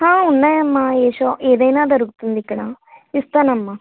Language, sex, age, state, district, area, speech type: Telugu, female, 18-30, Telangana, Vikarabad, urban, conversation